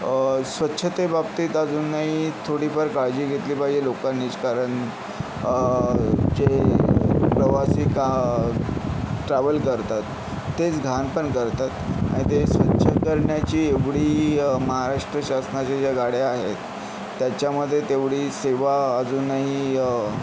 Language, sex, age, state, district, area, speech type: Marathi, male, 30-45, Maharashtra, Yavatmal, urban, spontaneous